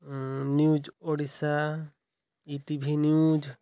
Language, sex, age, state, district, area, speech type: Odia, male, 30-45, Odisha, Mayurbhanj, rural, spontaneous